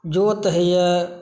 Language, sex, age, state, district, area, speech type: Maithili, male, 45-60, Bihar, Saharsa, rural, spontaneous